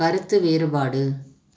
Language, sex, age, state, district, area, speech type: Tamil, female, 30-45, Tamil Nadu, Madurai, urban, read